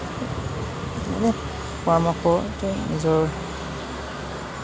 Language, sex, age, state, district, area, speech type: Assamese, male, 18-30, Assam, Kamrup Metropolitan, urban, spontaneous